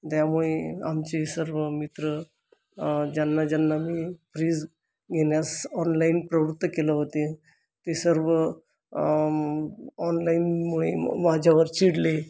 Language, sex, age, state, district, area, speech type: Marathi, male, 45-60, Maharashtra, Buldhana, urban, spontaneous